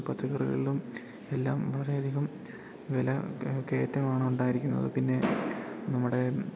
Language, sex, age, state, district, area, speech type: Malayalam, male, 18-30, Kerala, Idukki, rural, spontaneous